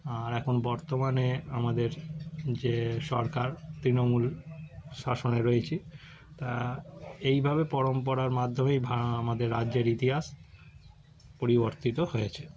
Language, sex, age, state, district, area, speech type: Bengali, male, 30-45, West Bengal, Darjeeling, urban, spontaneous